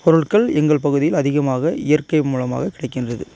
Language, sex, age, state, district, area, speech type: Tamil, male, 45-60, Tamil Nadu, Ariyalur, rural, spontaneous